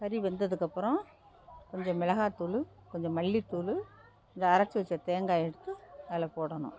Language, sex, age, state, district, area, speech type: Tamil, female, 60+, Tamil Nadu, Thanjavur, rural, spontaneous